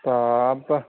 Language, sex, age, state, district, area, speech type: Bodo, male, 30-45, Assam, Chirang, rural, conversation